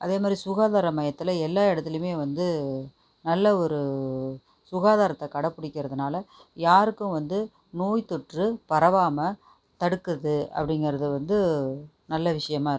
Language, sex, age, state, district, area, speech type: Tamil, female, 30-45, Tamil Nadu, Tiruchirappalli, rural, spontaneous